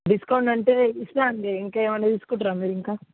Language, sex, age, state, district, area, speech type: Telugu, male, 18-30, Telangana, Ranga Reddy, urban, conversation